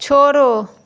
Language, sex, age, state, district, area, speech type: Hindi, female, 60+, Bihar, Madhepura, urban, read